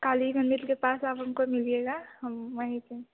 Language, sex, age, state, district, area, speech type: Hindi, female, 18-30, Bihar, Begusarai, rural, conversation